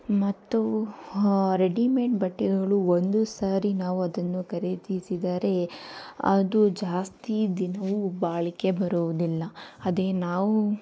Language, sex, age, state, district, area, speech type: Kannada, female, 18-30, Karnataka, Tumkur, urban, spontaneous